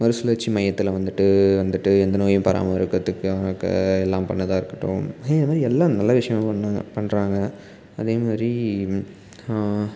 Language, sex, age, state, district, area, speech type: Tamil, male, 18-30, Tamil Nadu, Salem, rural, spontaneous